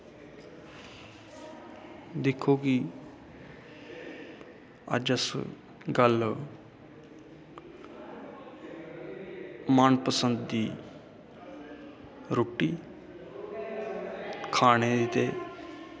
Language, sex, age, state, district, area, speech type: Dogri, male, 30-45, Jammu and Kashmir, Kathua, rural, spontaneous